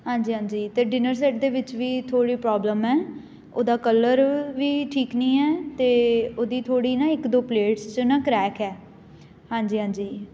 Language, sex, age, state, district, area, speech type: Punjabi, female, 18-30, Punjab, Amritsar, urban, spontaneous